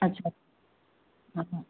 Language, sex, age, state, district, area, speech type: Sindhi, female, 45-60, Gujarat, Surat, urban, conversation